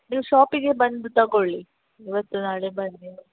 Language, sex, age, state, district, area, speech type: Kannada, female, 30-45, Karnataka, Udupi, rural, conversation